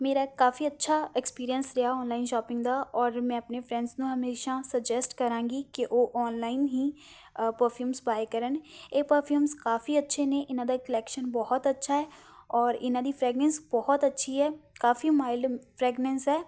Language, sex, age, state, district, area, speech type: Punjabi, female, 18-30, Punjab, Tarn Taran, rural, spontaneous